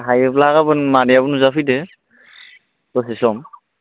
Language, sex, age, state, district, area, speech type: Bodo, male, 18-30, Assam, Udalguri, urban, conversation